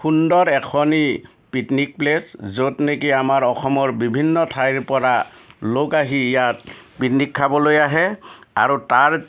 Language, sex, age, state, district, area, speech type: Assamese, male, 60+, Assam, Udalguri, urban, spontaneous